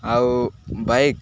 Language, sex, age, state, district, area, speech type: Odia, male, 18-30, Odisha, Malkangiri, urban, spontaneous